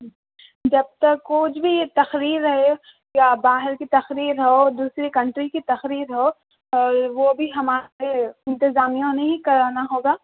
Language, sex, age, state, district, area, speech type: Urdu, female, 18-30, Telangana, Hyderabad, urban, conversation